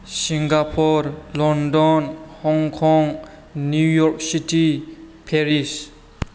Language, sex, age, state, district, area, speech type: Bodo, female, 18-30, Assam, Chirang, rural, spontaneous